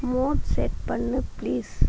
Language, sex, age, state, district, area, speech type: Tamil, female, 45-60, Tamil Nadu, Viluppuram, rural, read